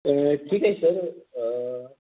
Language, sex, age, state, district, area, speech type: Marathi, male, 18-30, Maharashtra, Satara, urban, conversation